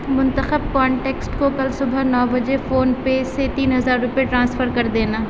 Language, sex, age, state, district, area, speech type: Urdu, female, 30-45, Uttar Pradesh, Aligarh, urban, read